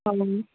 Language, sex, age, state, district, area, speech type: Bodo, female, 18-30, Assam, Chirang, rural, conversation